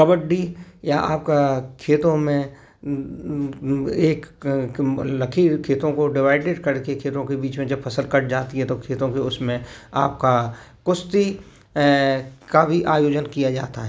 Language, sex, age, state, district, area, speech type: Hindi, male, 45-60, Madhya Pradesh, Gwalior, rural, spontaneous